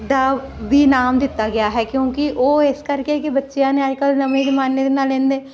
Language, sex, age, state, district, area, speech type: Punjabi, female, 45-60, Punjab, Jalandhar, urban, spontaneous